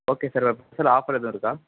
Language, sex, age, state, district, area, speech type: Tamil, male, 18-30, Tamil Nadu, Sivaganga, rural, conversation